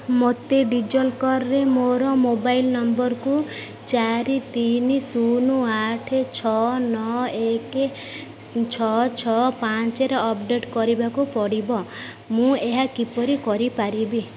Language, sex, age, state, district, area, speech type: Odia, female, 30-45, Odisha, Sundergarh, urban, read